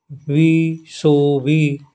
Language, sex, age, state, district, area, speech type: Punjabi, male, 60+, Punjab, Fazilka, rural, read